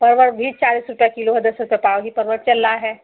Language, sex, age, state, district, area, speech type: Hindi, female, 45-60, Uttar Pradesh, Azamgarh, rural, conversation